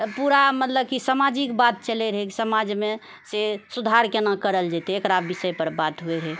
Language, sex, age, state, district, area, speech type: Maithili, female, 45-60, Bihar, Purnia, rural, spontaneous